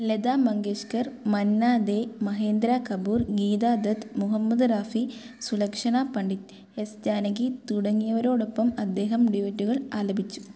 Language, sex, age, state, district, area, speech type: Malayalam, female, 18-30, Kerala, Kottayam, urban, read